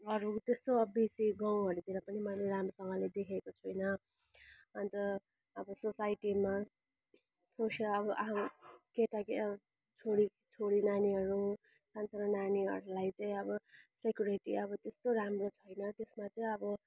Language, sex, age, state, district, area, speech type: Nepali, female, 30-45, West Bengal, Darjeeling, rural, spontaneous